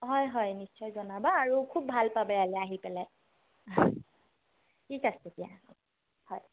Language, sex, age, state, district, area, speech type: Assamese, female, 30-45, Assam, Sonitpur, rural, conversation